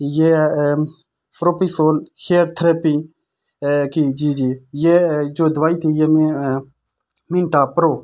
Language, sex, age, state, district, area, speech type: Urdu, male, 18-30, Jammu and Kashmir, Srinagar, urban, spontaneous